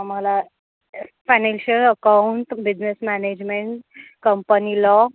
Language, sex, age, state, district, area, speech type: Marathi, female, 18-30, Maharashtra, Gondia, rural, conversation